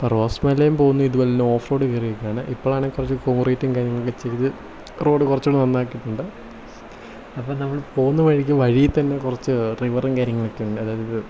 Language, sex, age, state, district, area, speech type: Malayalam, male, 18-30, Kerala, Kottayam, rural, spontaneous